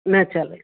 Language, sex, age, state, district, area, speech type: Sanskrit, female, 60+, Karnataka, Bangalore Urban, urban, conversation